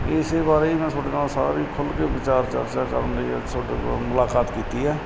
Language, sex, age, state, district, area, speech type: Punjabi, male, 30-45, Punjab, Barnala, rural, spontaneous